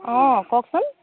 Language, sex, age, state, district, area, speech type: Assamese, female, 45-60, Assam, Dibrugarh, rural, conversation